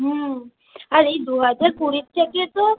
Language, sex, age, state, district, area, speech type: Bengali, female, 30-45, West Bengal, Purulia, rural, conversation